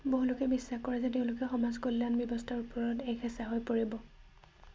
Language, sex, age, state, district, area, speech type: Assamese, female, 18-30, Assam, Dhemaji, rural, read